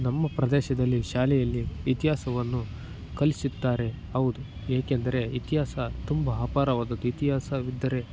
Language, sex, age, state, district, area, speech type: Kannada, male, 18-30, Karnataka, Chitradurga, rural, spontaneous